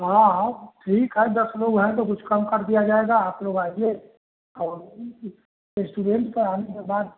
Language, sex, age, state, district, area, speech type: Hindi, male, 60+, Uttar Pradesh, Chandauli, urban, conversation